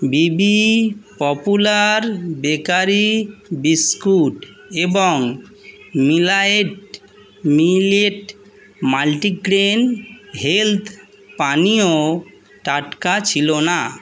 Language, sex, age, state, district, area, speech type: Bengali, male, 45-60, West Bengal, North 24 Parganas, urban, read